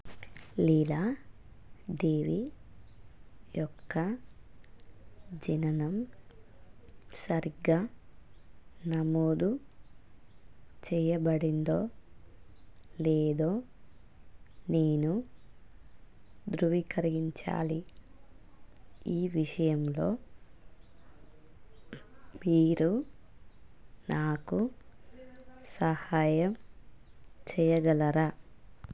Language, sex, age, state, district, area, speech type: Telugu, female, 30-45, Telangana, Hanamkonda, rural, read